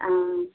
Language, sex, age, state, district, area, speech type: Goan Konkani, female, 45-60, Goa, Murmgao, urban, conversation